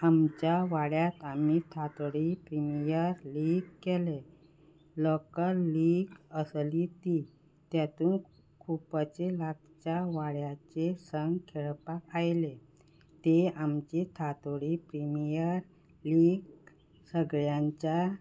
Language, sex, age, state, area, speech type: Goan Konkani, female, 45-60, Goa, rural, spontaneous